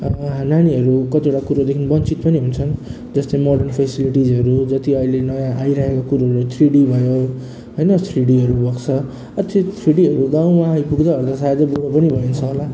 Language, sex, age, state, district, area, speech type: Nepali, male, 30-45, West Bengal, Jalpaiguri, rural, spontaneous